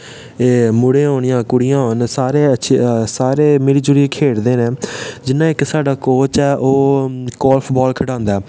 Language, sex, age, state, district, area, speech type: Dogri, male, 18-30, Jammu and Kashmir, Samba, rural, spontaneous